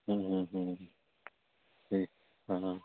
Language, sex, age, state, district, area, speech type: Punjabi, male, 30-45, Punjab, Bathinda, rural, conversation